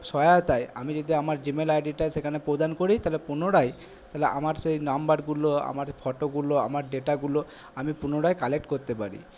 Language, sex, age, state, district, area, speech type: Bengali, male, 18-30, West Bengal, Purba Bardhaman, urban, spontaneous